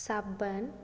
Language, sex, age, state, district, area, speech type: Punjabi, female, 18-30, Punjab, Fazilka, rural, read